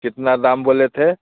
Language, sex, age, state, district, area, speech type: Hindi, male, 45-60, Bihar, Muzaffarpur, urban, conversation